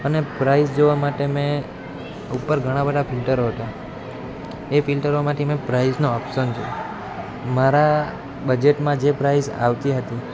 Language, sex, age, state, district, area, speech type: Gujarati, male, 18-30, Gujarat, Valsad, rural, spontaneous